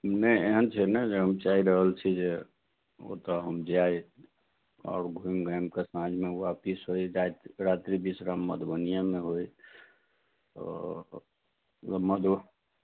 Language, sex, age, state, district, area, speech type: Maithili, male, 45-60, Bihar, Madhubani, rural, conversation